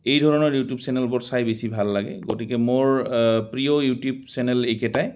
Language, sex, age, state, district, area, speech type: Assamese, male, 45-60, Assam, Goalpara, rural, spontaneous